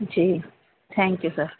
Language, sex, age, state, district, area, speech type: Urdu, female, 30-45, Delhi, East Delhi, urban, conversation